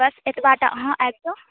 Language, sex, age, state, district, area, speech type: Maithili, female, 18-30, Bihar, Saharsa, rural, conversation